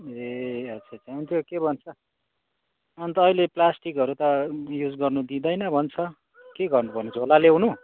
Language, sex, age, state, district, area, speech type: Nepali, male, 45-60, West Bengal, Kalimpong, rural, conversation